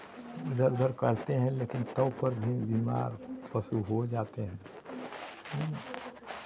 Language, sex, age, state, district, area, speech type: Hindi, male, 60+, Uttar Pradesh, Chandauli, rural, spontaneous